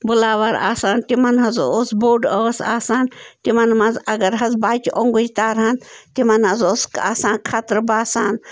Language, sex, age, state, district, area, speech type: Kashmiri, female, 30-45, Jammu and Kashmir, Bandipora, rural, spontaneous